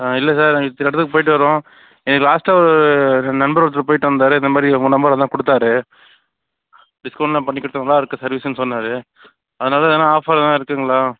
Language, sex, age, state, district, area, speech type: Tamil, male, 45-60, Tamil Nadu, Sivaganga, urban, conversation